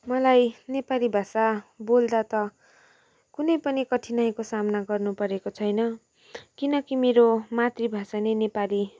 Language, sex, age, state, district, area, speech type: Nepali, female, 18-30, West Bengal, Kalimpong, rural, spontaneous